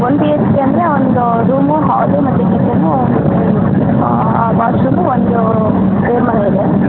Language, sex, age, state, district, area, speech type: Kannada, female, 30-45, Karnataka, Hassan, urban, conversation